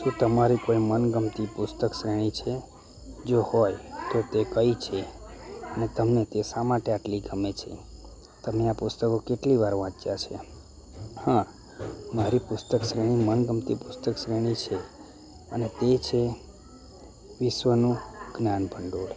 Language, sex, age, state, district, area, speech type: Gujarati, male, 30-45, Gujarat, Anand, rural, spontaneous